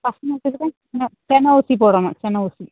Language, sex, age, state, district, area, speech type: Tamil, female, 45-60, Tamil Nadu, Thoothukudi, rural, conversation